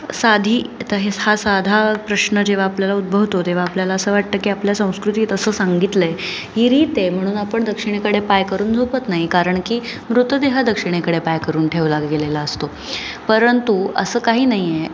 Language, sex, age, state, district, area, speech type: Marathi, female, 18-30, Maharashtra, Pune, urban, spontaneous